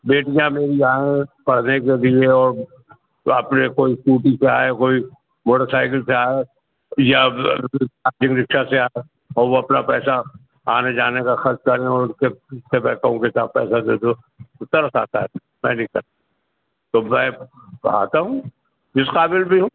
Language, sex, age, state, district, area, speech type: Urdu, male, 60+, Uttar Pradesh, Rampur, urban, conversation